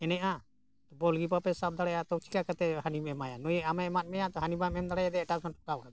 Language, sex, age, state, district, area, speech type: Santali, male, 60+, Jharkhand, Bokaro, rural, spontaneous